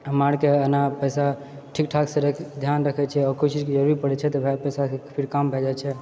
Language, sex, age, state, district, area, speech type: Maithili, male, 30-45, Bihar, Purnia, rural, spontaneous